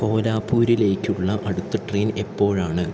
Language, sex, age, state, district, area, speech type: Malayalam, male, 18-30, Kerala, Palakkad, urban, read